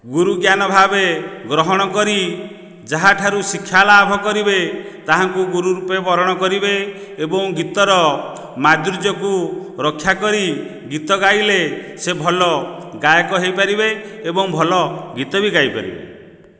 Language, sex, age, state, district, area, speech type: Odia, male, 45-60, Odisha, Nayagarh, rural, spontaneous